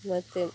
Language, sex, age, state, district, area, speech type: Kannada, female, 30-45, Karnataka, Dakshina Kannada, rural, spontaneous